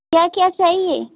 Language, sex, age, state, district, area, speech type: Hindi, female, 18-30, Uttar Pradesh, Azamgarh, rural, conversation